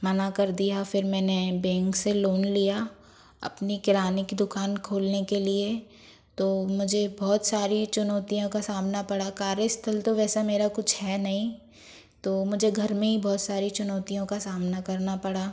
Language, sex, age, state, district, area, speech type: Hindi, female, 45-60, Madhya Pradesh, Bhopal, urban, spontaneous